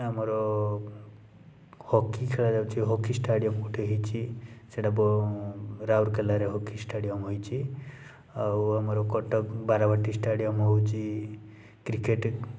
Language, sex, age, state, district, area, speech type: Odia, male, 30-45, Odisha, Puri, urban, spontaneous